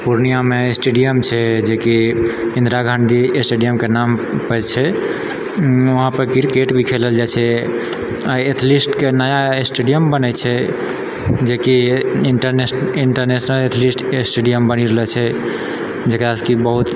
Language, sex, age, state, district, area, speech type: Maithili, male, 30-45, Bihar, Purnia, rural, spontaneous